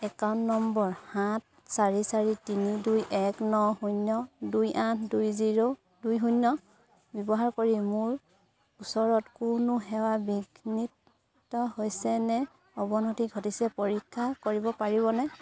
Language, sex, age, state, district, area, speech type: Assamese, female, 18-30, Assam, Sivasagar, rural, read